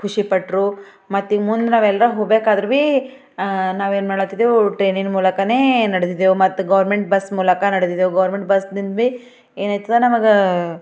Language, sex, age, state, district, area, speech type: Kannada, female, 45-60, Karnataka, Bidar, urban, spontaneous